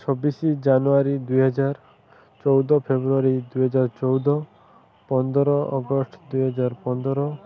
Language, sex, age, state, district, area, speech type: Odia, male, 18-30, Odisha, Malkangiri, urban, spontaneous